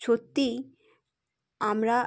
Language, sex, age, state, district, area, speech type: Bengali, female, 30-45, West Bengal, Hooghly, urban, spontaneous